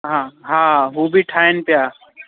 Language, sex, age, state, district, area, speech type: Sindhi, male, 18-30, Gujarat, Kutch, rural, conversation